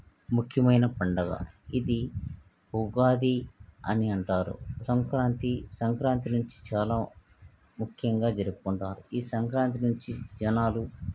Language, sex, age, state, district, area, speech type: Telugu, male, 45-60, Andhra Pradesh, Krishna, urban, spontaneous